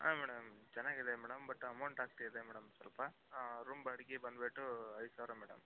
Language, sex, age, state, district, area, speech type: Kannada, male, 18-30, Karnataka, Koppal, urban, conversation